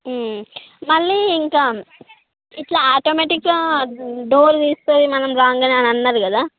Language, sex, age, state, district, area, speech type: Telugu, female, 60+, Andhra Pradesh, Srikakulam, urban, conversation